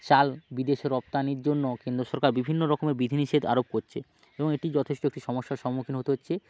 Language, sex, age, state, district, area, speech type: Bengali, male, 45-60, West Bengal, Hooghly, urban, spontaneous